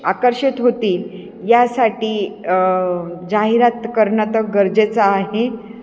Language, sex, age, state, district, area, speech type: Marathi, female, 45-60, Maharashtra, Nashik, urban, spontaneous